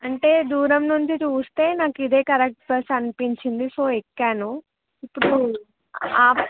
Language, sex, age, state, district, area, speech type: Telugu, female, 18-30, Telangana, Ranga Reddy, rural, conversation